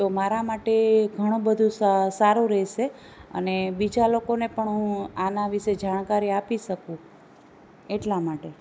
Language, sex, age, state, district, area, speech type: Gujarati, female, 30-45, Gujarat, Rajkot, rural, spontaneous